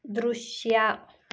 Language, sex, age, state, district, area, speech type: Kannada, female, 30-45, Karnataka, Ramanagara, rural, read